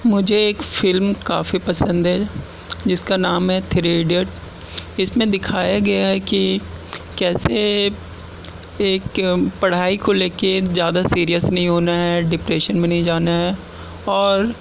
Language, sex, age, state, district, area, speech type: Urdu, male, 18-30, Delhi, South Delhi, urban, spontaneous